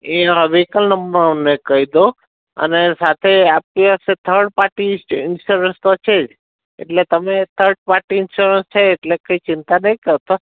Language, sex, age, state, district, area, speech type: Gujarati, female, 30-45, Gujarat, Surat, urban, conversation